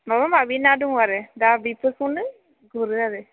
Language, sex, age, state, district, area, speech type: Bodo, female, 18-30, Assam, Chirang, rural, conversation